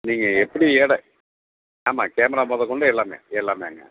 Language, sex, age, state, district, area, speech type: Tamil, male, 45-60, Tamil Nadu, Perambalur, urban, conversation